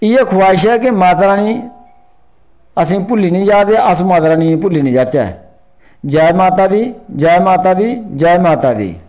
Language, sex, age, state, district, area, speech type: Dogri, male, 45-60, Jammu and Kashmir, Reasi, rural, spontaneous